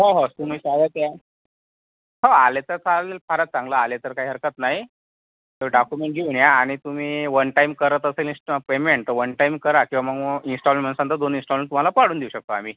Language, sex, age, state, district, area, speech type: Marathi, male, 60+, Maharashtra, Nagpur, rural, conversation